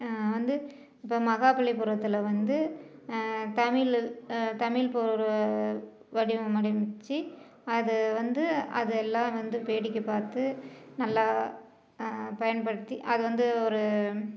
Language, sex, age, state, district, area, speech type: Tamil, female, 45-60, Tamil Nadu, Salem, rural, spontaneous